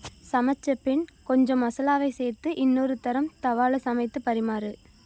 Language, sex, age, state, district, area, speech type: Tamil, female, 18-30, Tamil Nadu, Thoothukudi, rural, read